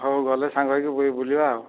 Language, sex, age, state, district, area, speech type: Odia, male, 60+, Odisha, Dhenkanal, rural, conversation